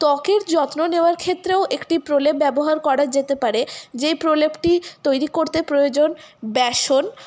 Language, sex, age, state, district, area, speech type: Bengali, female, 18-30, West Bengal, Paschim Bardhaman, rural, spontaneous